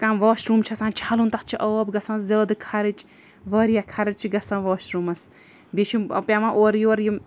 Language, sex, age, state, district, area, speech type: Kashmiri, female, 30-45, Jammu and Kashmir, Srinagar, urban, spontaneous